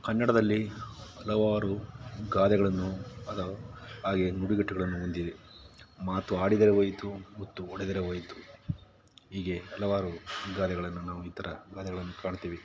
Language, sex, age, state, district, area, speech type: Kannada, male, 30-45, Karnataka, Mysore, urban, spontaneous